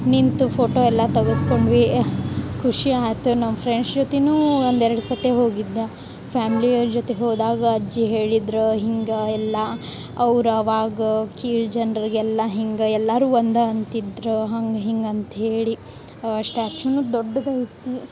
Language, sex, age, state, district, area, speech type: Kannada, female, 18-30, Karnataka, Gadag, urban, spontaneous